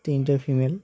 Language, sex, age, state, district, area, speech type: Bengali, male, 18-30, West Bengal, Uttar Dinajpur, urban, spontaneous